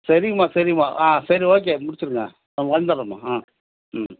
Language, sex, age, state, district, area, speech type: Tamil, male, 45-60, Tamil Nadu, Krishnagiri, rural, conversation